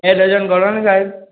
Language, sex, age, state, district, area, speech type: Gujarati, male, 18-30, Gujarat, Aravalli, urban, conversation